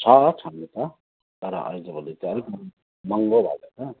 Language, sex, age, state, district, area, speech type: Nepali, male, 45-60, West Bengal, Jalpaiguri, rural, conversation